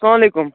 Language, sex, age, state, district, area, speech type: Kashmiri, male, 18-30, Jammu and Kashmir, Baramulla, rural, conversation